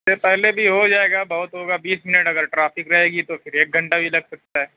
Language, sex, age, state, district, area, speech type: Urdu, male, 30-45, Uttar Pradesh, Mau, urban, conversation